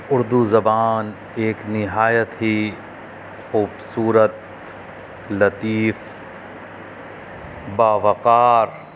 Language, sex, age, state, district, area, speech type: Urdu, male, 30-45, Uttar Pradesh, Rampur, urban, spontaneous